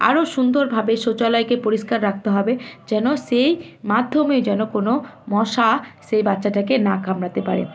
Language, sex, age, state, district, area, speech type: Bengali, female, 18-30, West Bengal, Malda, rural, spontaneous